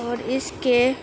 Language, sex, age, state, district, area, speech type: Urdu, female, 18-30, Uttar Pradesh, Gautam Buddha Nagar, urban, spontaneous